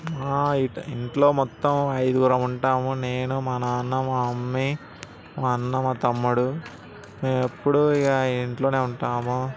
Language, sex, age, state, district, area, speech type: Telugu, male, 18-30, Telangana, Ranga Reddy, urban, spontaneous